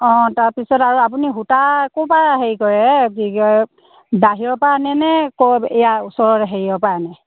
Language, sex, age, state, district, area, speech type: Assamese, female, 30-45, Assam, Dhemaji, rural, conversation